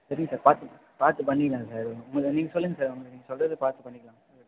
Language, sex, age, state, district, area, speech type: Tamil, male, 18-30, Tamil Nadu, Ranipet, urban, conversation